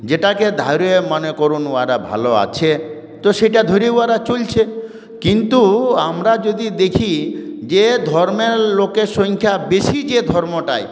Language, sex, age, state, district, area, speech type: Bengali, male, 45-60, West Bengal, Purulia, urban, spontaneous